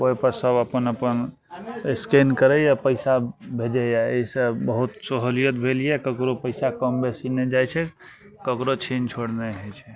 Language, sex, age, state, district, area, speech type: Maithili, male, 45-60, Bihar, Araria, rural, spontaneous